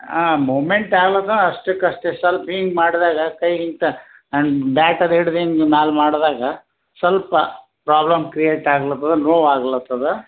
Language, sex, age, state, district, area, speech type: Kannada, male, 60+, Karnataka, Bidar, urban, conversation